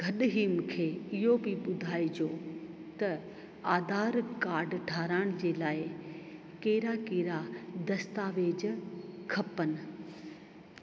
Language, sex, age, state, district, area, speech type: Sindhi, female, 45-60, Rajasthan, Ajmer, urban, spontaneous